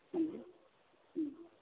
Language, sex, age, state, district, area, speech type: Kannada, female, 60+, Karnataka, Belgaum, rural, conversation